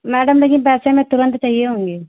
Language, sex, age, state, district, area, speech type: Hindi, female, 30-45, Uttar Pradesh, Hardoi, rural, conversation